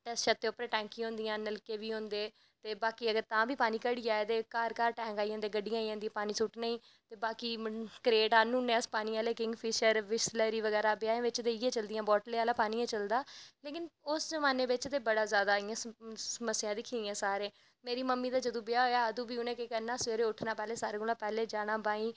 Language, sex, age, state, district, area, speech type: Dogri, female, 18-30, Jammu and Kashmir, Reasi, rural, spontaneous